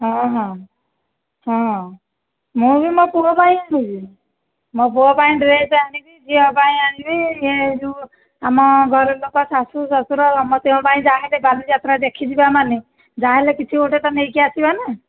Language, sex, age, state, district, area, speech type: Odia, female, 30-45, Odisha, Dhenkanal, rural, conversation